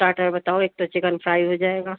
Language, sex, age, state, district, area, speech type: Urdu, female, 45-60, Uttar Pradesh, Rampur, urban, conversation